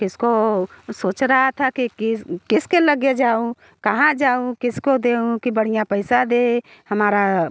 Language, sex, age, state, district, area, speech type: Hindi, female, 60+, Uttar Pradesh, Bhadohi, rural, spontaneous